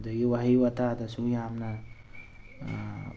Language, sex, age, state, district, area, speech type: Manipuri, male, 45-60, Manipur, Thoubal, rural, spontaneous